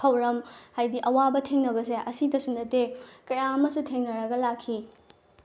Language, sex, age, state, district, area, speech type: Manipuri, female, 18-30, Manipur, Bishnupur, rural, spontaneous